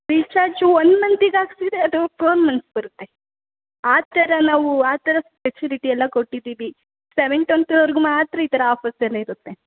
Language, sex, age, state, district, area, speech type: Kannada, female, 18-30, Karnataka, Kodagu, rural, conversation